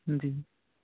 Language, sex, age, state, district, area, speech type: Urdu, male, 18-30, Uttar Pradesh, Ghaziabad, urban, conversation